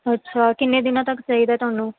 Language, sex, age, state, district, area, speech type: Punjabi, female, 18-30, Punjab, Firozpur, rural, conversation